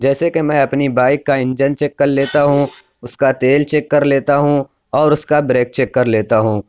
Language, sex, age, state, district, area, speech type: Urdu, male, 18-30, Uttar Pradesh, Lucknow, urban, spontaneous